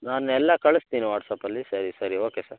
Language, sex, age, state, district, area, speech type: Kannada, male, 18-30, Karnataka, Shimoga, rural, conversation